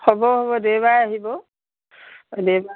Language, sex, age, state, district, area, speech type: Assamese, female, 60+, Assam, Dibrugarh, rural, conversation